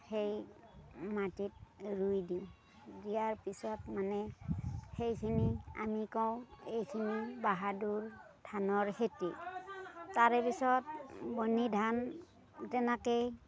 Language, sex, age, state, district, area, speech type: Assamese, female, 45-60, Assam, Darrang, rural, spontaneous